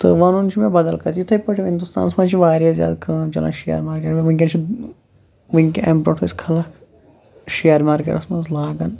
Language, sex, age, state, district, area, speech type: Kashmiri, male, 18-30, Jammu and Kashmir, Shopian, urban, spontaneous